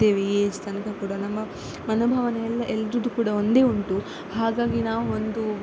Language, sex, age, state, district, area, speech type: Kannada, female, 18-30, Karnataka, Udupi, rural, spontaneous